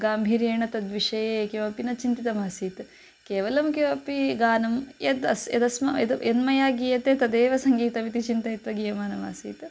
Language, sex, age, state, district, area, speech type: Sanskrit, female, 18-30, Karnataka, Chikkaballapur, rural, spontaneous